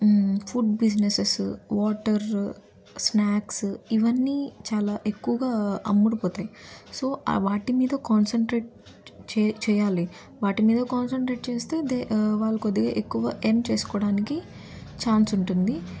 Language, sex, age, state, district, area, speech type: Telugu, female, 18-30, Andhra Pradesh, Nellore, urban, spontaneous